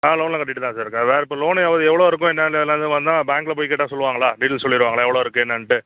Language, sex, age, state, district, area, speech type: Tamil, male, 45-60, Tamil Nadu, Madurai, rural, conversation